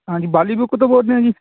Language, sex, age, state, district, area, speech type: Punjabi, male, 18-30, Punjab, Fatehgarh Sahib, rural, conversation